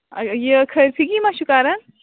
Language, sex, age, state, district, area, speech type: Kashmiri, female, 18-30, Jammu and Kashmir, Kulgam, rural, conversation